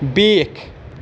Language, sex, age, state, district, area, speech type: Kashmiri, male, 30-45, Jammu and Kashmir, Baramulla, urban, read